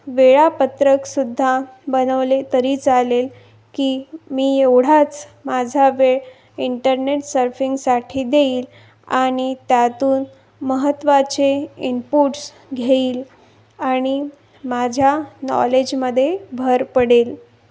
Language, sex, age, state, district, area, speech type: Marathi, female, 18-30, Maharashtra, Osmanabad, rural, spontaneous